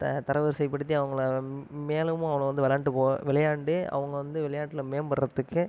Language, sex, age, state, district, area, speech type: Tamil, male, 30-45, Tamil Nadu, Ariyalur, rural, spontaneous